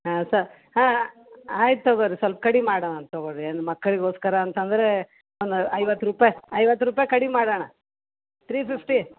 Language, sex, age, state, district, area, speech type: Kannada, female, 30-45, Karnataka, Gulbarga, urban, conversation